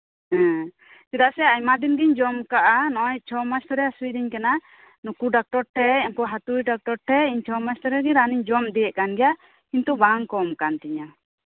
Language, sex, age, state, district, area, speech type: Santali, female, 30-45, West Bengal, Birbhum, rural, conversation